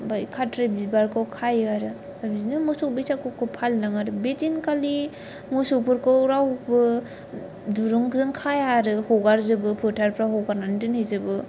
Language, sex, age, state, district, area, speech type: Bodo, female, 18-30, Assam, Kokrajhar, urban, spontaneous